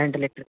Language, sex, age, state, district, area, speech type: Tamil, female, 60+, Tamil Nadu, Cuddalore, rural, conversation